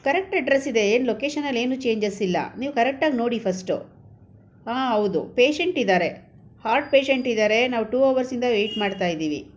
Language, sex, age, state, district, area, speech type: Kannada, female, 45-60, Karnataka, Bangalore Rural, rural, spontaneous